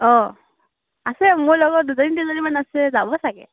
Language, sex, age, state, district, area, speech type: Assamese, female, 18-30, Assam, Morigaon, rural, conversation